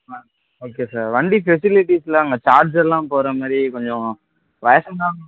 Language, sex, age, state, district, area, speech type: Tamil, male, 18-30, Tamil Nadu, Tiruchirappalli, rural, conversation